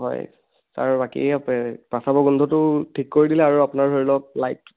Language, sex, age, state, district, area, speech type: Assamese, male, 18-30, Assam, Biswanath, rural, conversation